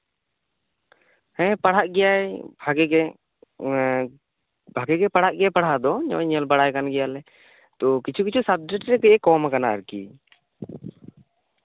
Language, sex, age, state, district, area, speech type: Santali, male, 18-30, West Bengal, Bankura, rural, conversation